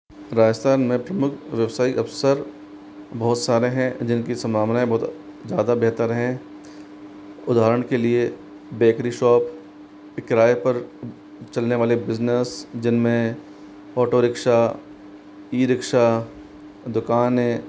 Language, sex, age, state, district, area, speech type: Hindi, female, 45-60, Rajasthan, Jaipur, urban, spontaneous